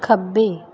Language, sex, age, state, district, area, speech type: Punjabi, female, 30-45, Punjab, Mansa, rural, read